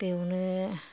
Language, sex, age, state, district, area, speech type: Bodo, female, 60+, Assam, Kokrajhar, rural, spontaneous